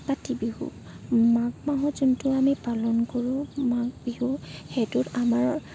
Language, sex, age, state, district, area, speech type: Assamese, female, 18-30, Assam, Morigaon, rural, spontaneous